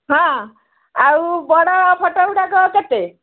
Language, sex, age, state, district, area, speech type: Odia, female, 60+, Odisha, Gajapati, rural, conversation